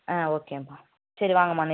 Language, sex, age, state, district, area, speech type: Tamil, female, 18-30, Tamil Nadu, Namakkal, rural, conversation